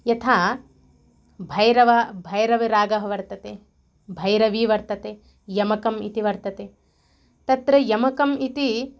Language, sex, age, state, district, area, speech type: Sanskrit, female, 30-45, Telangana, Mahbubnagar, urban, spontaneous